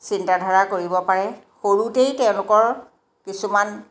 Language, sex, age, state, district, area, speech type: Assamese, female, 45-60, Assam, Jorhat, urban, spontaneous